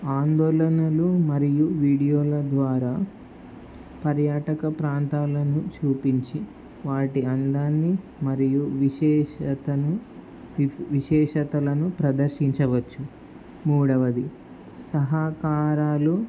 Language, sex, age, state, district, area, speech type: Telugu, male, 18-30, Andhra Pradesh, Palnadu, urban, spontaneous